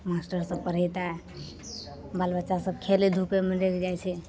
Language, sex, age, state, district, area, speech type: Maithili, female, 30-45, Bihar, Madhepura, rural, spontaneous